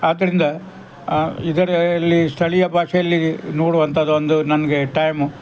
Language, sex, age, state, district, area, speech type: Kannada, male, 60+, Karnataka, Udupi, rural, spontaneous